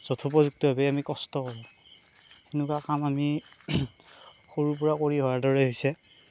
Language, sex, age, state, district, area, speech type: Assamese, male, 18-30, Assam, Darrang, rural, spontaneous